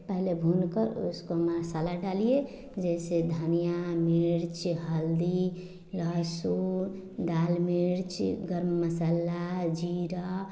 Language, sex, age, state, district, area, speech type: Hindi, female, 30-45, Bihar, Samastipur, rural, spontaneous